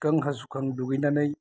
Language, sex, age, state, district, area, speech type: Bodo, male, 45-60, Assam, Kokrajhar, rural, spontaneous